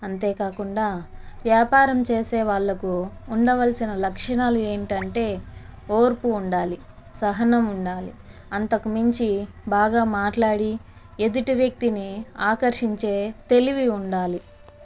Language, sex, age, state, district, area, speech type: Telugu, female, 30-45, Andhra Pradesh, Chittoor, rural, spontaneous